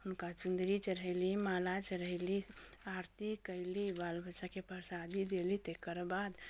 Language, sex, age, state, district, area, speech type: Maithili, female, 18-30, Bihar, Muzaffarpur, rural, spontaneous